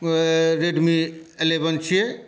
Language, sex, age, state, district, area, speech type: Maithili, male, 60+, Bihar, Saharsa, urban, spontaneous